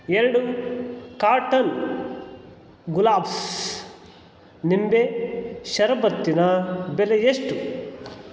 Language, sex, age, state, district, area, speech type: Kannada, male, 30-45, Karnataka, Kolar, rural, read